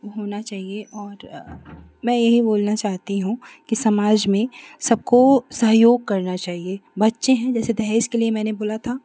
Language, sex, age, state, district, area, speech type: Hindi, female, 30-45, Uttar Pradesh, Chandauli, urban, spontaneous